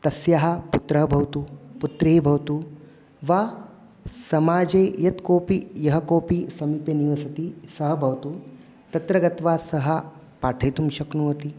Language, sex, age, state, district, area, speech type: Sanskrit, male, 30-45, Maharashtra, Nagpur, urban, spontaneous